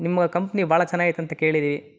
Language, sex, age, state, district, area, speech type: Kannada, male, 30-45, Karnataka, Chitradurga, rural, spontaneous